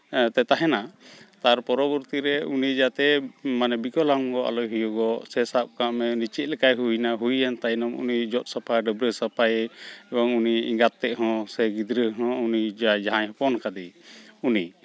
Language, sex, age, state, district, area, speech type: Santali, male, 45-60, West Bengal, Malda, rural, spontaneous